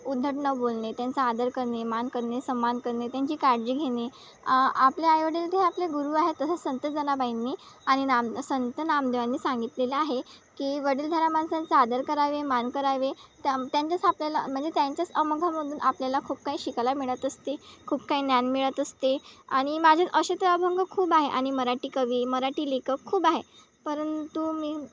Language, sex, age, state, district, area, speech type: Marathi, female, 18-30, Maharashtra, Wardha, rural, spontaneous